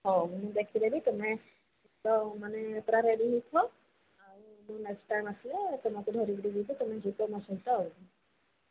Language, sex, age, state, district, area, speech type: Odia, female, 45-60, Odisha, Sambalpur, rural, conversation